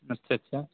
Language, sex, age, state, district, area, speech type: Urdu, male, 45-60, Uttar Pradesh, Aligarh, urban, conversation